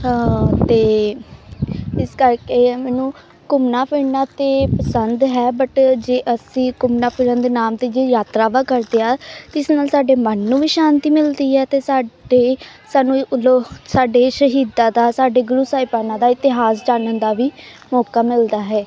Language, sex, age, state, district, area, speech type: Punjabi, female, 18-30, Punjab, Amritsar, urban, spontaneous